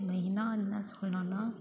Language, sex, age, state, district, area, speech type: Tamil, female, 18-30, Tamil Nadu, Thanjavur, rural, spontaneous